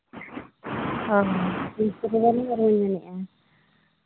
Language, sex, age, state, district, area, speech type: Santali, female, 30-45, Jharkhand, Seraikela Kharsawan, rural, conversation